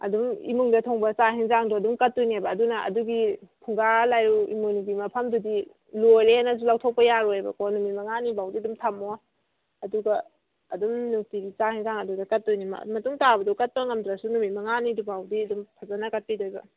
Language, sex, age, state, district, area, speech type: Manipuri, female, 18-30, Manipur, Kangpokpi, urban, conversation